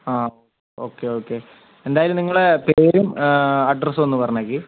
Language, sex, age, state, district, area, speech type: Malayalam, female, 18-30, Kerala, Kozhikode, rural, conversation